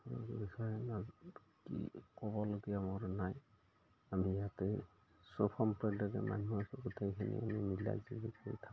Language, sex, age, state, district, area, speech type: Assamese, male, 60+, Assam, Udalguri, rural, spontaneous